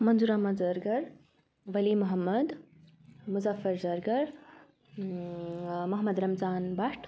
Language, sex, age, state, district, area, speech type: Kashmiri, female, 18-30, Jammu and Kashmir, Kupwara, rural, spontaneous